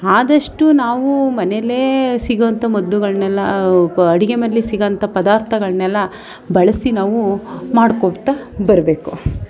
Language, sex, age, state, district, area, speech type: Kannada, female, 30-45, Karnataka, Mandya, rural, spontaneous